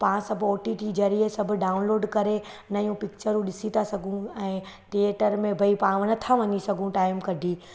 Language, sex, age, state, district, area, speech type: Sindhi, female, 30-45, Gujarat, Surat, urban, spontaneous